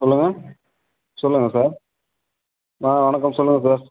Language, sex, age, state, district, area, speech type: Tamil, male, 60+, Tamil Nadu, Sivaganga, urban, conversation